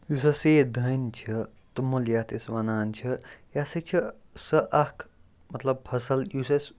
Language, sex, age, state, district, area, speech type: Kashmiri, male, 30-45, Jammu and Kashmir, Kupwara, rural, spontaneous